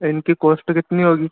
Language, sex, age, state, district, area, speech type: Hindi, male, 18-30, Madhya Pradesh, Harda, urban, conversation